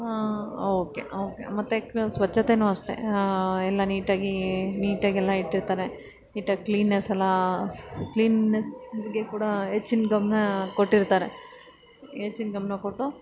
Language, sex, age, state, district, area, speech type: Kannada, female, 30-45, Karnataka, Ramanagara, urban, spontaneous